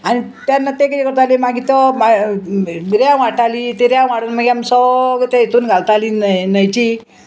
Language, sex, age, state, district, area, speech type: Goan Konkani, female, 60+, Goa, Salcete, rural, spontaneous